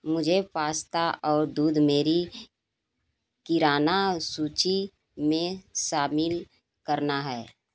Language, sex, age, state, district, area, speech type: Hindi, female, 30-45, Uttar Pradesh, Ghazipur, rural, read